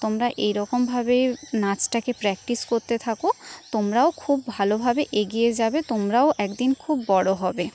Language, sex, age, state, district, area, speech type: Bengali, female, 30-45, West Bengal, Paschim Medinipur, rural, spontaneous